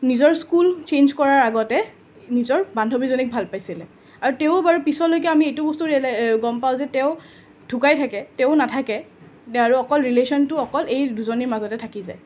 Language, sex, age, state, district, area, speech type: Assamese, female, 30-45, Assam, Nalbari, rural, spontaneous